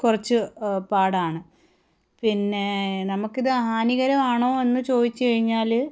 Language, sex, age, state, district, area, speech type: Malayalam, female, 18-30, Kerala, Palakkad, rural, spontaneous